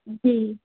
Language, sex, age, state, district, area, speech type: Sindhi, female, 45-60, Madhya Pradesh, Katni, urban, conversation